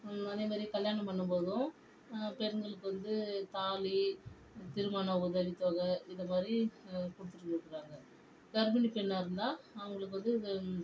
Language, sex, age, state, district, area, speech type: Tamil, female, 45-60, Tamil Nadu, Viluppuram, rural, spontaneous